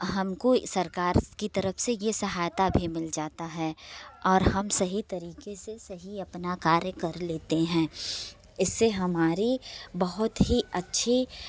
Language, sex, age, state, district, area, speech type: Hindi, female, 30-45, Uttar Pradesh, Prayagraj, urban, spontaneous